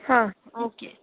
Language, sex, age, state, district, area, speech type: Kannada, female, 45-60, Karnataka, Davanagere, urban, conversation